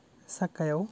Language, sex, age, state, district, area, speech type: Bodo, male, 18-30, Assam, Baksa, rural, spontaneous